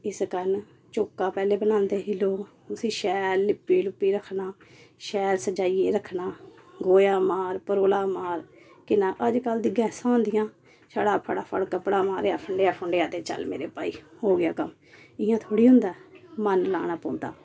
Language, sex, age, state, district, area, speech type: Dogri, female, 30-45, Jammu and Kashmir, Samba, rural, spontaneous